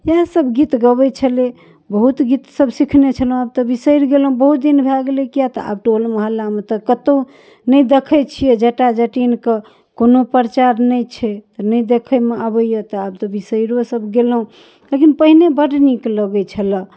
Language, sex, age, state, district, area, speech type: Maithili, female, 30-45, Bihar, Darbhanga, urban, spontaneous